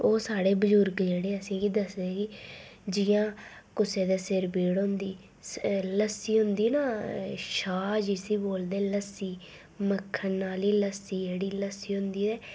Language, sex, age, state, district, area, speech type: Dogri, female, 18-30, Jammu and Kashmir, Udhampur, rural, spontaneous